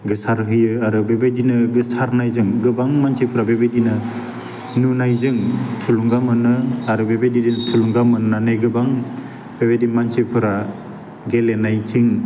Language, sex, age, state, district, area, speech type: Bodo, male, 18-30, Assam, Udalguri, urban, spontaneous